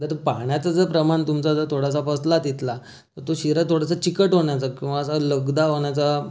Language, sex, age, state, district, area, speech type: Marathi, male, 30-45, Maharashtra, Raigad, rural, spontaneous